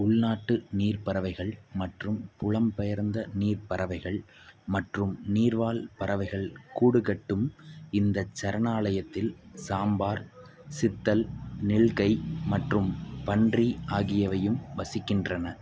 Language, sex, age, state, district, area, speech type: Tamil, male, 18-30, Tamil Nadu, Pudukkottai, rural, read